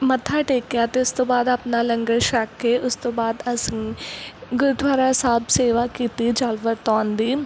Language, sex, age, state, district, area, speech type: Punjabi, female, 18-30, Punjab, Mansa, rural, spontaneous